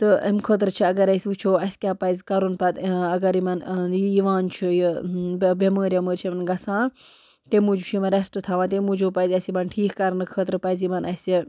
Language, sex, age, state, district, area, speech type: Kashmiri, female, 18-30, Jammu and Kashmir, Baramulla, rural, spontaneous